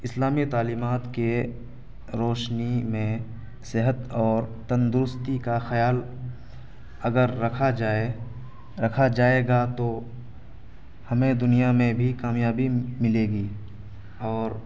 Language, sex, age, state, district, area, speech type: Urdu, male, 18-30, Bihar, Araria, rural, spontaneous